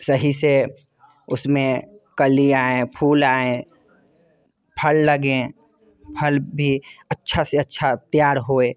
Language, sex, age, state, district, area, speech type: Hindi, male, 30-45, Bihar, Muzaffarpur, urban, spontaneous